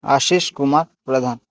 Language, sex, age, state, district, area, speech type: Sanskrit, male, 18-30, Odisha, Bargarh, rural, spontaneous